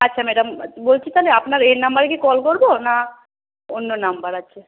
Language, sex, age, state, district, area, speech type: Bengali, female, 60+, West Bengal, Paschim Bardhaman, urban, conversation